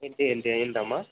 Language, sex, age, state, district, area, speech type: Telugu, male, 30-45, Andhra Pradesh, Srikakulam, urban, conversation